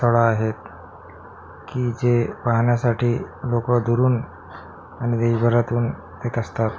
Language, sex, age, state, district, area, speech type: Marathi, male, 45-60, Maharashtra, Akola, urban, spontaneous